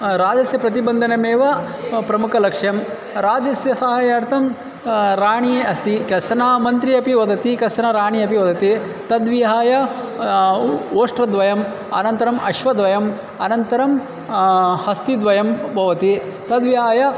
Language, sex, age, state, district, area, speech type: Sanskrit, male, 30-45, Karnataka, Bangalore Urban, urban, spontaneous